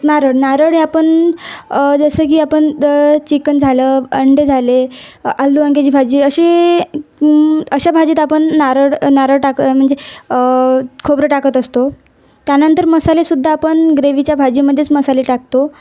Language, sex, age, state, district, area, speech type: Marathi, female, 18-30, Maharashtra, Wardha, rural, spontaneous